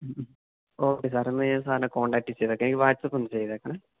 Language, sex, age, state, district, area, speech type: Malayalam, male, 18-30, Kerala, Idukki, rural, conversation